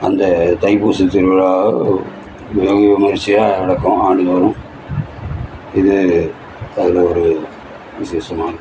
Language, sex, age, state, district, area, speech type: Tamil, male, 30-45, Tamil Nadu, Cuddalore, rural, spontaneous